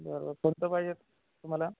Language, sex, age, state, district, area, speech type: Marathi, male, 18-30, Maharashtra, Akola, rural, conversation